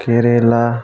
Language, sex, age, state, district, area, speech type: Bodo, male, 18-30, Assam, Kokrajhar, rural, spontaneous